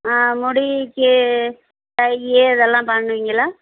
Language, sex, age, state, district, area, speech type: Tamil, female, 60+, Tamil Nadu, Coimbatore, rural, conversation